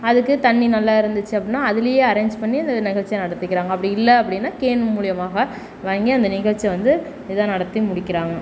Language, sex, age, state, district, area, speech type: Tamil, female, 30-45, Tamil Nadu, Perambalur, rural, spontaneous